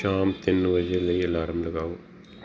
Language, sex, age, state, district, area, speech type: Punjabi, male, 45-60, Punjab, Tarn Taran, urban, read